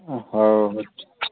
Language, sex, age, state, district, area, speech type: Odia, male, 18-30, Odisha, Subarnapur, urban, conversation